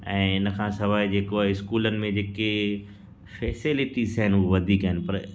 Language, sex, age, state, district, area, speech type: Sindhi, male, 45-60, Gujarat, Kutch, urban, spontaneous